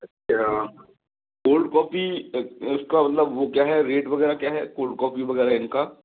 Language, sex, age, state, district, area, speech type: Hindi, male, 30-45, Madhya Pradesh, Gwalior, rural, conversation